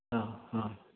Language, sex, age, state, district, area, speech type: Malayalam, male, 45-60, Kerala, Idukki, rural, conversation